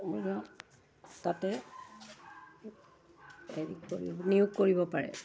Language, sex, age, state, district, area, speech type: Assamese, female, 60+, Assam, Udalguri, rural, spontaneous